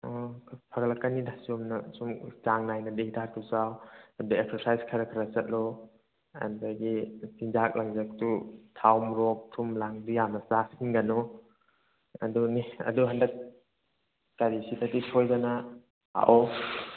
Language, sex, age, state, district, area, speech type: Manipuri, male, 30-45, Manipur, Thoubal, rural, conversation